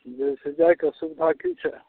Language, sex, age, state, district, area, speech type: Maithili, male, 60+, Bihar, Madhepura, rural, conversation